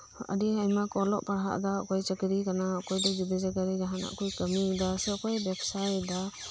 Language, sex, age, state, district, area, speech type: Santali, female, 30-45, West Bengal, Birbhum, rural, spontaneous